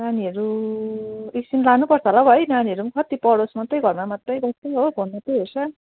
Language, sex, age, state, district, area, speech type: Nepali, female, 30-45, West Bengal, Darjeeling, rural, conversation